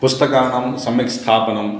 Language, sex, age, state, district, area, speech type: Sanskrit, male, 30-45, Andhra Pradesh, Guntur, urban, spontaneous